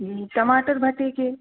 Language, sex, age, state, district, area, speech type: Hindi, female, 30-45, Madhya Pradesh, Hoshangabad, urban, conversation